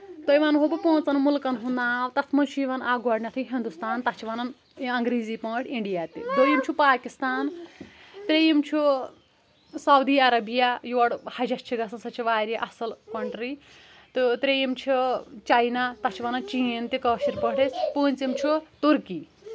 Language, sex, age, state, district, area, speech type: Kashmiri, female, 18-30, Jammu and Kashmir, Kulgam, rural, spontaneous